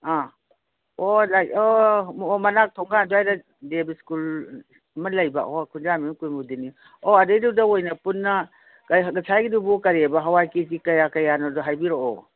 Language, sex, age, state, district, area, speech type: Manipuri, female, 60+, Manipur, Imphal East, rural, conversation